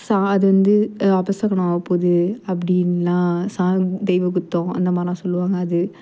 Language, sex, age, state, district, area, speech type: Tamil, female, 18-30, Tamil Nadu, Perambalur, urban, spontaneous